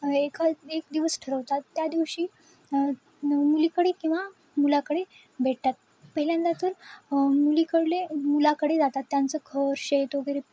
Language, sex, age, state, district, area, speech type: Marathi, female, 18-30, Maharashtra, Nanded, rural, spontaneous